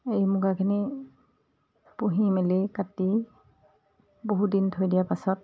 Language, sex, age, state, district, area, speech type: Assamese, female, 45-60, Assam, Dibrugarh, urban, spontaneous